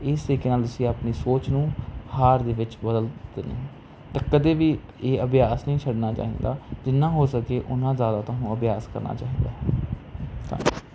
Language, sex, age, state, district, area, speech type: Punjabi, male, 18-30, Punjab, Mansa, rural, spontaneous